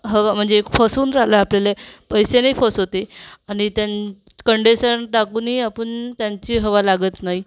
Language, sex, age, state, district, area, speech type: Marathi, female, 45-60, Maharashtra, Amravati, urban, spontaneous